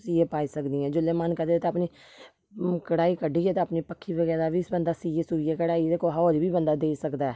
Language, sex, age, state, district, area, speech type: Dogri, female, 30-45, Jammu and Kashmir, Samba, rural, spontaneous